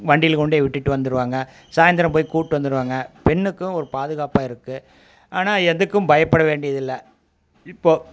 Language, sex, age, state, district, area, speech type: Tamil, male, 45-60, Tamil Nadu, Coimbatore, rural, spontaneous